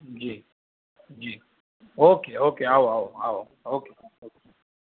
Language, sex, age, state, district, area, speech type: Gujarati, male, 30-45, Gujarat, Rajkot, rural, conversation